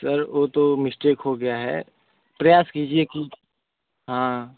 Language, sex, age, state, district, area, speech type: Hindi, male, 18-30, Uttar Pradesh, Varanasi, rural, conversation